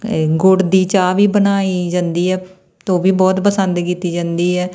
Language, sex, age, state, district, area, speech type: Punjabi, female, 30-45, Punjab, Tarn Taran, rural, spontaneous